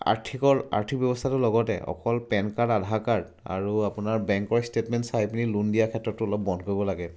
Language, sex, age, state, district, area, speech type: Assamese, male, 30-45, Assam, Charaideo, urban, spontaneous